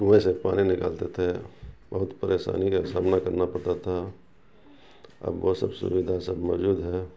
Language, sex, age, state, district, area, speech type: Urdu, male, 60+, Bihar, Supaul, rural, spontaneous